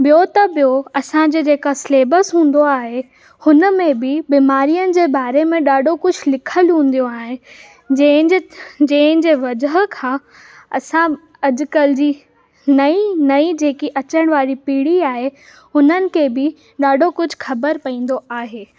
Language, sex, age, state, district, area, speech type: Sindhi, female, 18-30, Maharashtra, Mumbai Suburban, urban, spontaneous